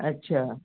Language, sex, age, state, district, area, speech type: Hindi, female, 60+, Uttar Pradesh, Mau, rural, conversation